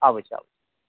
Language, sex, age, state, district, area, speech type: Maithili, male, 30-45, Bihar, Supaul, urban, conversation